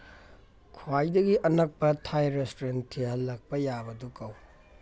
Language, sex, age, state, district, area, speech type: Manipuri, male, 30-45, Manipur, Tengnoupal, rural, read